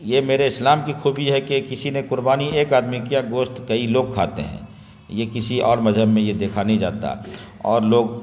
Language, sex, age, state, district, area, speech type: Urdu, male, 30-45, Bihar, Khagaria, rural, spontaneous